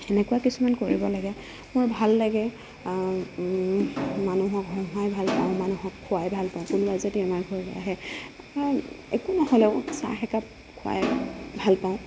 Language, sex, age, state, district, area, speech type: Assamese, female, 30-45, Assam, Nagaon, rural, spontaneous